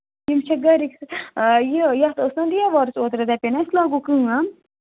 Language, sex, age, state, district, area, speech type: Kashmiri, female, 18-30, Jammu and Kashmir, Budgam, rural, conversation